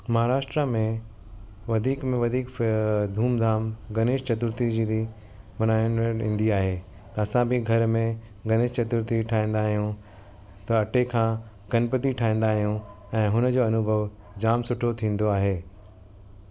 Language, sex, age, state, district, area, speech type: Sindhi, male, 45-60, Maharashtra, Mumbai Suburban, urban, spontaneous